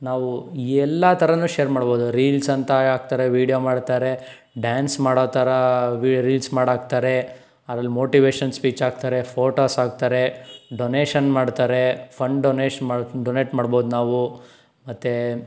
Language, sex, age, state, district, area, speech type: Kannada, male, 18-30, Karnataka, Tumkur, rural, spontaneous